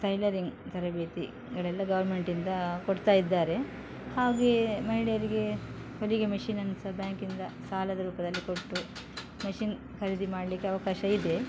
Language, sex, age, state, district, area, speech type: Kannada, female, 30-45, Karnataka, Udupi, rural, spontaneous